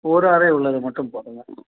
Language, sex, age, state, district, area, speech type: Tamil, male, 45-60, Tamil Nadu, Salem, urban, conversation